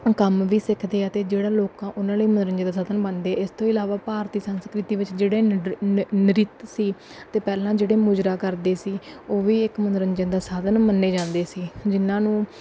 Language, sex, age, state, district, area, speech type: Punjabi, female, 18-30, Punjab, Bathinda, rural, spontaneous